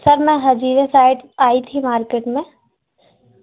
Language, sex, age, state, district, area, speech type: Hindi, female, 18-30, Madhya Pradesh, Gwalior, urban, conversation